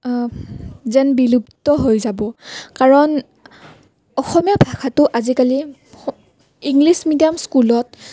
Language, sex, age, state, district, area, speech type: Assamese, female, 18-30, Assam, Nalbari, rural, spontaneous